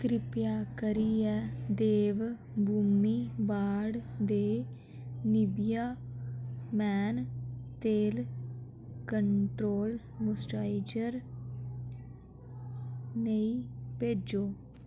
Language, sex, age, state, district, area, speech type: Dogri, female, 30-45, Jammu and Kashmir, Udhampur, rural, read